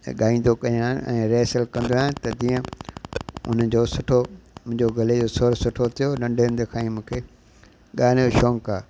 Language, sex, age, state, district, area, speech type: Sindhi, male, 60+, Gujarat, Kutch, urban, spontaneous